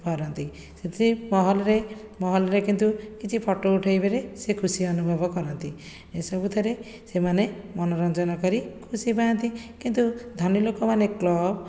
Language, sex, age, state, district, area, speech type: Odia, female, 30-45, Odisha, Khordha, rural, spontaneous